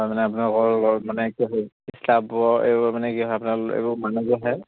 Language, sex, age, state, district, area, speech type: Assamese, male, 18-30, Assam, Charaideo, rural, conversation